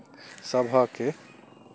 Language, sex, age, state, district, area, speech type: Maithili, male, 45-60, Bihar, Araria, rural, spontaneous